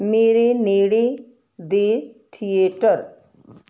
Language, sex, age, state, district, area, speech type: Punjabi, female, 60+, Punjab, Fazilka, rural, read